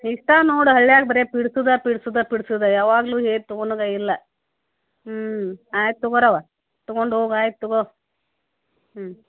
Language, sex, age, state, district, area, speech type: Kannada, female, 45-60, Karnataka, Gadag, rural, conversation